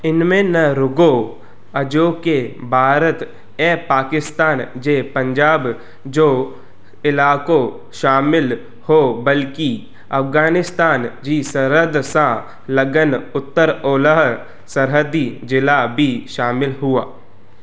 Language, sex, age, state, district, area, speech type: Sindhi, male, 18-30, Gujarat, Surat, urban, read